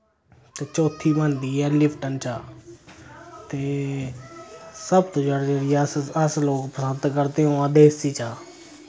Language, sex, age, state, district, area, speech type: Dogri, male, 30-45, Jammu and Kashmir, Reasi, rural, spontaneous